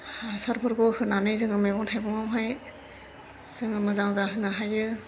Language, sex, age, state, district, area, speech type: Bodo, female, 60+, Assam, Chirang, rural, spontaneous